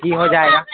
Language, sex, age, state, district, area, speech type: Urdu, male, 18-30, Bihar, Saharsa, rural, conversation